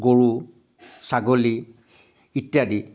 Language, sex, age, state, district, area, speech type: Assamese, male, 45-60, Assam, Charaideo, urban, spontaneous